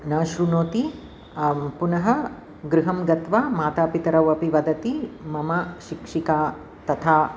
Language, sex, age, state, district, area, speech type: Sanskrit, female, 45-60, Andhra Pradesh, Krishna, urban, spontaneous